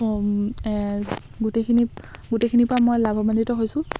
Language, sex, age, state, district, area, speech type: Assamese, female, 18-30, Assam, Charaideo, rural, spontaneous